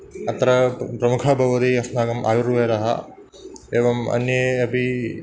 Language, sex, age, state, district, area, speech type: Sanskrit, male, 30-45, Kerala, Ernakulam, rural, spontaneous